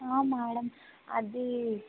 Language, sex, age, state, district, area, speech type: Telugu, female, 30-45, Telangana, Ranga Reddy, rural, conversation